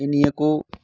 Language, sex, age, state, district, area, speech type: Santali, male, 30-45, West Bengal, Birbhum, rural, spontaneous